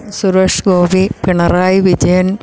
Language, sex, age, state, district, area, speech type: Malayalam, female, 60+, Kerala, Idukki, rural, spontaneous